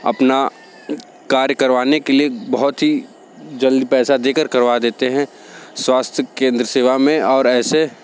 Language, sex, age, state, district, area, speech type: Hindi, male, 18-30, Uttar Pradesh, Sonbhadra, rural, spontaneous